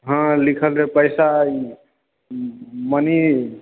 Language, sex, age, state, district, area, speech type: Maithili, male, 30-45, Bihar, Purnia, rural, conversation